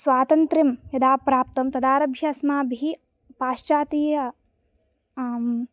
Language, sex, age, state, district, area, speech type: Sanskrit, female, 18-30, Tamil Nadu, Coimbatore, rural, spontaneous